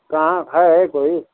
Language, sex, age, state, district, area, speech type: Urdu, male, 30-45, Uttar Pradesh, Mau, urban, conversation